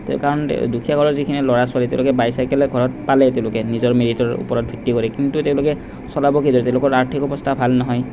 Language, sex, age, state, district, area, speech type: Assamese, male, 30-45, Assam, Nalbari, rural, spontaneous